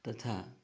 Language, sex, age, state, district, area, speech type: Sanskrit, male, 30-45, Karnataka, Uttara Kannada, rural, spontaneous